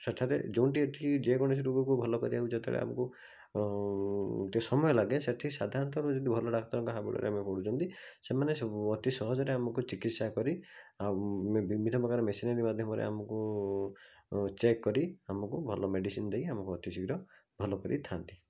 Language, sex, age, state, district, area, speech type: Odia, male, 18-30, Odisha, Bhadrak, rural, spontaneous